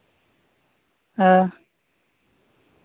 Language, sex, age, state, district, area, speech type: Santali, male, 18-30, West Bengal, Uttar Dinajpur, rural, conversation